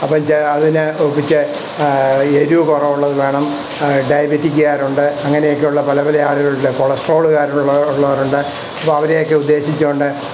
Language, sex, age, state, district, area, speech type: Malayalam, male, 60+, Kerala, Kottayam, rural, spontaneous